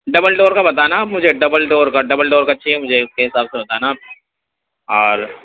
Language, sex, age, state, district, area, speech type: Urdu, male, 30-45, Uttar Pradesh, Gautam Buddha Nagar, rural, conversation